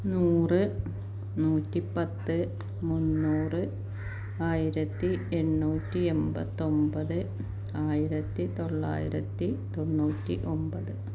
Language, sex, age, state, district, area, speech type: Malayalam, female, 45-60, Kerala, Malappuram, rural, spontaneous